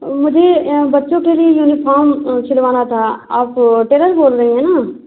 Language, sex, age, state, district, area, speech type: Hindi, female, 30-45, Uttar Pradesh, Azamgarh, rural, conversation